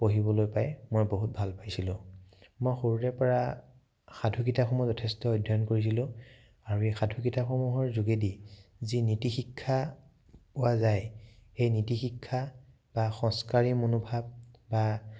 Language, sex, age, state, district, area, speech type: Assamese, male, 30-45, Assam, Morigaon, rural, spontaneous